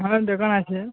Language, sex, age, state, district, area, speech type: Bengali, male, 45-60, West Bengal, Uttar Dinajpur, urban, conversation